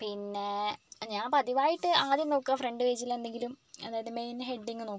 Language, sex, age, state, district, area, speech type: Malayalam, female, 45-60, Kerala, Wayanad, rural, spontaneous